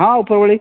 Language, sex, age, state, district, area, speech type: Odia, male, 45-60, Odisha, Kandhamal, rural, conversation